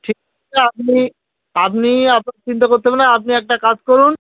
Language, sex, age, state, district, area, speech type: Bengali, male, 18-30, West Bengal, Birbhum, urban, conversation